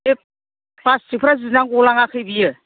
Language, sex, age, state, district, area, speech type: Bodo, female, 60+, Assam, Kokrajhar, urban, conversation